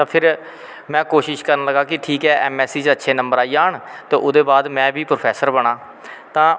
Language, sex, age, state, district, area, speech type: Dogri, male, 45-60, Jammu and Kashmir, Kathua, rural, spontaneous